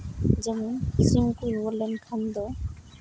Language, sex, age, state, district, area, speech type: Santali, female, 18-30, West Bengal, Uttar Dinajpur, rural, spontaneous